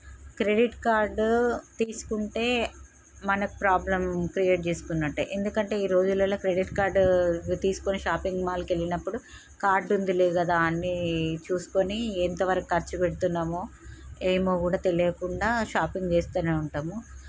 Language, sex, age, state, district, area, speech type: Telugu, female, 30-45, Telangana, Peddapalli, rural, spontaneous